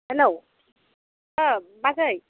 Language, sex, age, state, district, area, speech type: Bodo, female, 30-45, Assam, Udalguri, urban, conversation